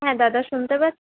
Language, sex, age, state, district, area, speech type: Bengali, female, 45-60, West Bengal, Paschim Bardhaman, urban, conversation